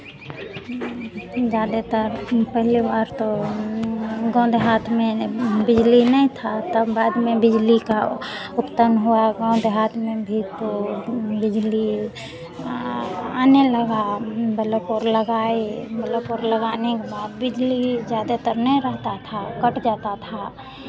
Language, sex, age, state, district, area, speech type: Hindi, female, 45-60, Bihar, Madhepura, rural, spontaneous